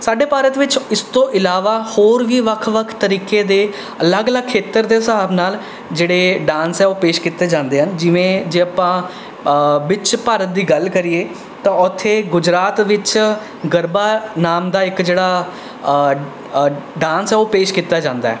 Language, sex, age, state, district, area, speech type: Punjabi, male, 18-30, Punjab, Rupnagar, urban, spontaneous